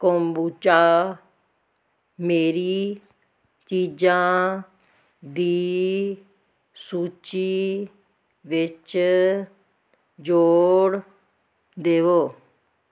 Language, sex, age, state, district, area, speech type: Punjabi, female, 60+, Punjab, Fazilka, rural, read